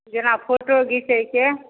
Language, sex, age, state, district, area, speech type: Maithili, female, 60+, Bihar, Supaul, urban, conversation